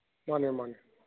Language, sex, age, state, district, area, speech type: Manipuri, male, 45-60, Manipur, Chandel, rural, conversation